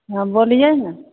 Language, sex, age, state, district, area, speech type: Maithili, female, 45-60, Bihar, Begusarai, rural, conversation